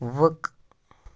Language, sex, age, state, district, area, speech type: Kashmiri, male, 45-60, Jammu and Kashmir, Baramulla, rural, read